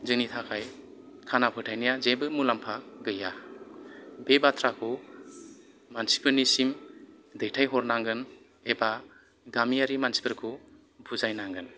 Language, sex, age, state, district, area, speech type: Bodo, male, 45-60, Assam, Kokrajhar, urban, spontaneous